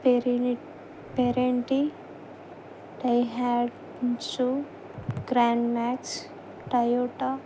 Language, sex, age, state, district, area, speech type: Telugu, female, 18-30, Telangana, Adilabad, urban, spontaneous